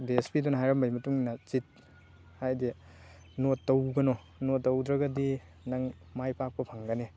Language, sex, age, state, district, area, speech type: Manipuri, male, 18-30, Manipur, Thoubal, rural, spontaneous